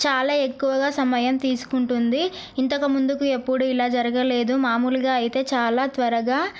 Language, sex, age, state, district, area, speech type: Telugu, female, 18-30, Telangana, Narayanpet, urban, spontaneous